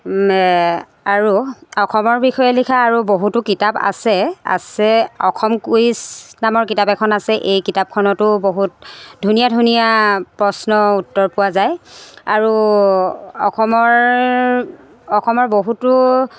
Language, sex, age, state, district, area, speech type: Assamese, female, 45-60, Assam, Jorhat, urban, spontaneous